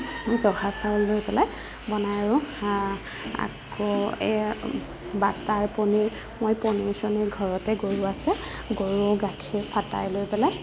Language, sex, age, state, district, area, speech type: Assamese, female, 30-45, Assam, Nagaon, rural, spontaneous